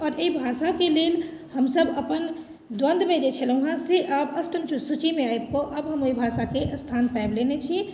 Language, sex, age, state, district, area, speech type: Maithili, female, 30-45, Bihar, Madhubani, rural, spontaneous